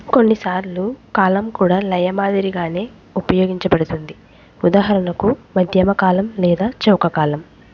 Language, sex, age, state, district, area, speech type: Telugu, female, 18-30, Andhra Pradesh, East Godavari, rural, read